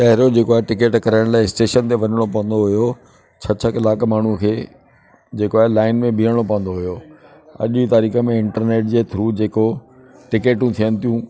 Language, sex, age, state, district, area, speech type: Sindhi, male, 60+, Delhi, South Delhi, urban, spontaneous